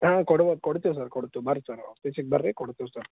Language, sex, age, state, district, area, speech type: Kannada, male, 18-30, Karnataka, Gulbarga, urban, conversation